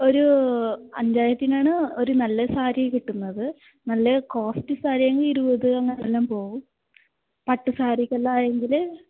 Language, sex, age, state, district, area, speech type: Malayalam, female, 18-30, Kerala, Kasaragod, rural, conversation